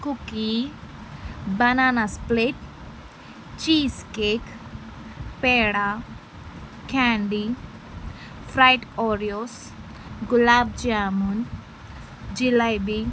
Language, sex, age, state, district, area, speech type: Telugu, female, 18-30, Telangana, Kamareddy, urban, spontaneous